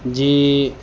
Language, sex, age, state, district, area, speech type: Urdu, male, 30-45, Bihar, Saharsa, urban, spontaneous